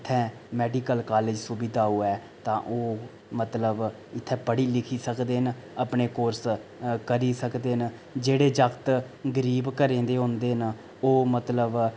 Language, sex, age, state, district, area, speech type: Dogri, male, 30-45, Jammu and Kashmir, Reasi, rural, spontaneous